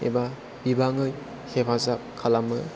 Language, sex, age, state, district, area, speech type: Bodo, male, 30-45, Assam, Chirang, urban, spontaneous